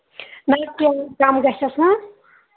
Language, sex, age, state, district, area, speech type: Kashmiri, female, 18-30, Jammu and Kashmir, Kulgam, rural, conversation